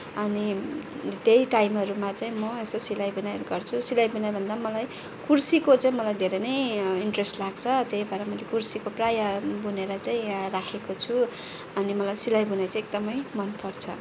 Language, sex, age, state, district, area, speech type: Nepali, female, 45-60, West Bengal, Kalimpong, rural, spontaneous